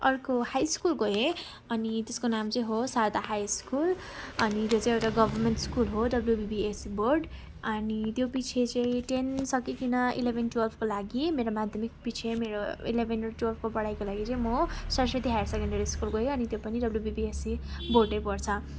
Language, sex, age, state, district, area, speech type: Nepali, female, 18-30, West Bengal, Darjeeling, rural, spontaneous